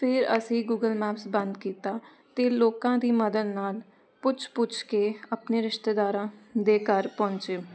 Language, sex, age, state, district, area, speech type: Punjabi, female, 18-30, Punjab, Jalandhar, urban, spontaneous